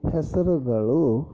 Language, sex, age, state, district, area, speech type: Kannada, male, 45-60, Karnataka, Bidar, urban, spontaneous